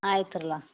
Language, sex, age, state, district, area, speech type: Kannada, female, 60+, Karnataka, Belgaum, rural, conversation